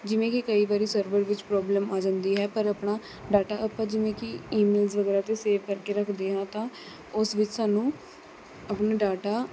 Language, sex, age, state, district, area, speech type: Punjabi, female, 18-30, Punjab, Kapurthala, urban, spontaneous